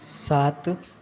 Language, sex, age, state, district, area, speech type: Hindi, male, 18-30, Bihar, Darbhanga, rural, read